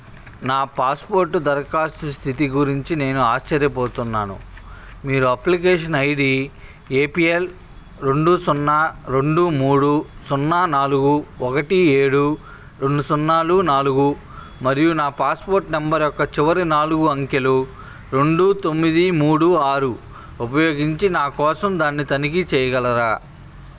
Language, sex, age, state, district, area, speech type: Telugu, male, 30-45, Andhra Pradesh, Bapatla, rural, read